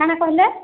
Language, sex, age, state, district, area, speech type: Odia, female, 45-60, Odisha, Sambalpur, rural, conversation